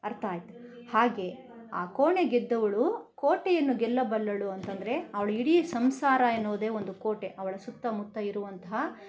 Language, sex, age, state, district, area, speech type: Kannada, female, 60+, Karnataka, Bangalore Rural, rural, spontaneous